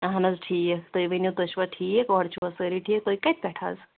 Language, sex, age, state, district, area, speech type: Kashmiri, female, 45-60, Jammu and Kashmir, Kulgam, rural, conversation